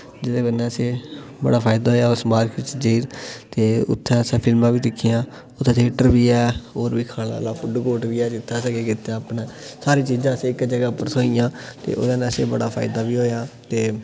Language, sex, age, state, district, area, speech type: Dogri, male, 18-30, Jammu and Kashmir, Udhampur, urban, spontaneous